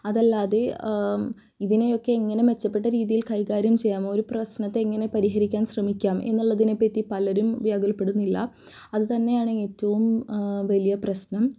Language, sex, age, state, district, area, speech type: Malayalam, female, 18-30, Kerala, Thrissur, rural, spontaneous